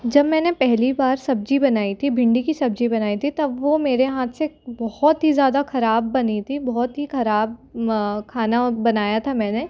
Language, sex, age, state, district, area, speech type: Hindi, female, 18-30, Madhya Pradesh, Jabalpur, urban, spontaneous